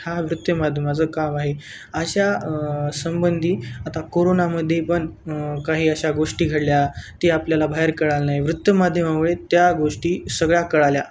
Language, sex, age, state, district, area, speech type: Marathi, male, 18-30, Maharashtra, Nanded, urban, spontaneous